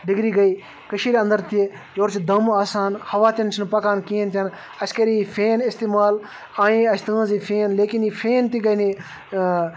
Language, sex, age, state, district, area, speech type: Kashmiri, male, 30-45, Jammu and Kashmir, Baramulla, rural, spontaneous